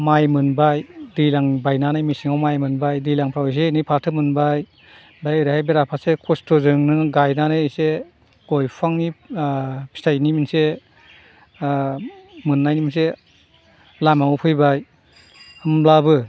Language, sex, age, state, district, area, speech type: Bodo, male, 60+, Assam, Chirang, rural, spontaneous